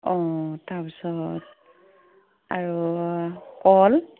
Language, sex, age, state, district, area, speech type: Assamese, female, 45-60, Assam, Dhemaji, rural, conversation